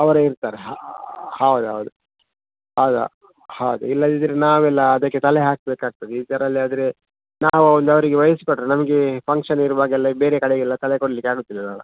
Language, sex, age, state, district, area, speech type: Kannada, male, 45-60, Karnataka, Udupi, rural, conversation